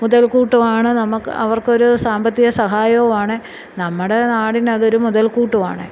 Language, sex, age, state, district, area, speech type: Malayalam, female, 45-60, Kerala, Alappuzha, rural, spontaneous